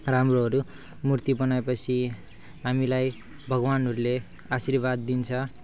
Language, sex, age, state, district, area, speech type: Nepali, male, 18-30, West Bengal, Alipurduar, urban, spontaneous